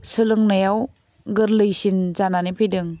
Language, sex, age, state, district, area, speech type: Bodo, female, 30-45, Assam, Udalguri, rural, spontaneous